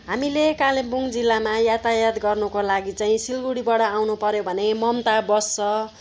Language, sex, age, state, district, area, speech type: Nepali, female, 60+, West Bengal, Kalimpong, rural, spontaneous